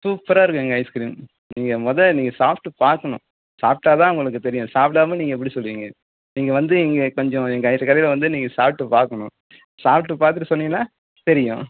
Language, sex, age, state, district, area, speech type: Tamil, male, 60+, Tamil Nadu, Tenkasi, urban, conversation